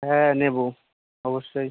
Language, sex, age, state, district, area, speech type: Bengali, male, 18-30, West Bengal, Birbhum, urban, conversation